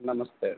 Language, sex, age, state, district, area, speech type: Telugu, male, 18-30, Andhra Pradesh, Visakhapatnam, urban, conversation